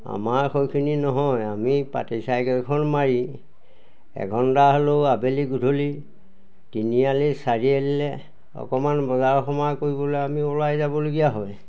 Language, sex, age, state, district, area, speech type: Assamese, male, 60+, Assam, Majuli, urban, spontaneous